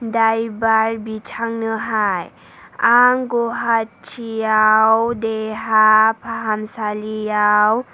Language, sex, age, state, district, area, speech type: Bodo, female, 30-45, Assam, Chirang, rural, spontaneous